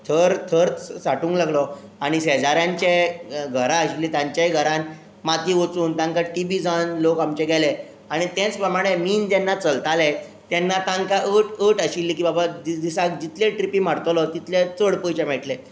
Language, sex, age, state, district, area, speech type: Goan Konkani, male, 18-30, Goa, Tiswadi, rural, spontaneous